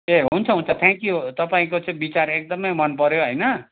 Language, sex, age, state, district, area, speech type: Nepali, male, 60+, West Bengal, Kalimpong, rural, conversation